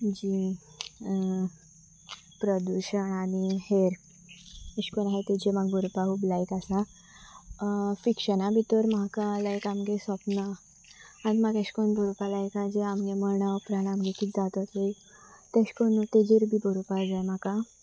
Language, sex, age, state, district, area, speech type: Goan Konkani, female, 18-30, Goa, Sanguem, rural, spontaneous